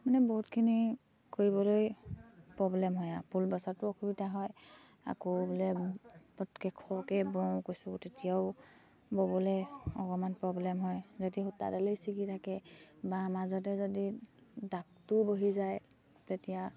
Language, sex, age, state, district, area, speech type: Assamese, female, 18-30, Assam, Sivasagar, rural, spontaneous